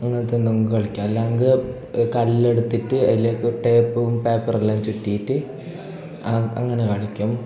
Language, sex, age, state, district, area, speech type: Malayalam, male, 18-30, Kerala, Kasaragod, urban, spontaneous